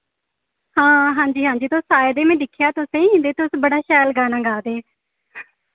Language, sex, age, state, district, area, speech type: Dogri, female, 18-30, Jammu and Kashmir, Reasi, rural, conversation